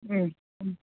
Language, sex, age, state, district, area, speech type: Malayalam, female, 45-60, Kerala, Thiruvananthapuram, urban, conversation